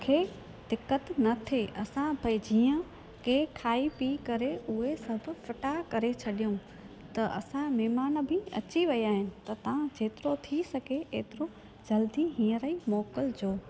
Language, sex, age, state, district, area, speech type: Sindhi, female, 30-45, Gujarat, Junagadh, rural, spontaneous